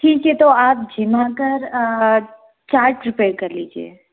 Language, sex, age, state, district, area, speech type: Hindi, female, 18-30, Madhya Pradesh, Bhopal, urban, conversation